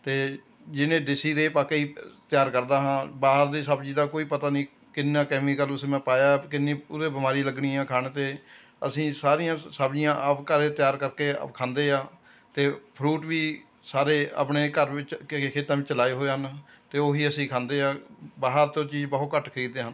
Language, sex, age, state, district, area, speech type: Punjabi, male, 60+, Punjab, Rupnagar, rural, spontaneous